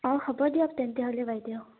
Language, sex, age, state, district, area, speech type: Assamese, female, 18-30, Assam, Udalguri, rural, conversation